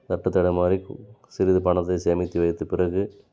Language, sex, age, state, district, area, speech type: Tamil, male, 30-45, Tamil Nadu, Dharmapuri, rural, spontaneous